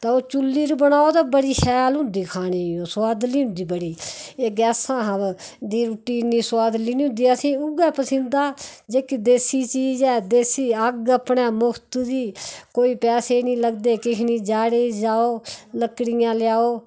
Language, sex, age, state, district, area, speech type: Dogri, female, 60+, Jammu and Kashmir, Udhampur, rural, spontaneous